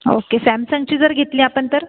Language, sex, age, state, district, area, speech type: Marathi, female, 18-30, Maharashtra, Buldhana, urban, conversation